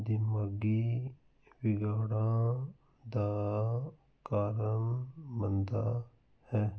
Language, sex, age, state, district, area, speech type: Punjabi, male, 45-60, Punjab, Fazilka, rural, read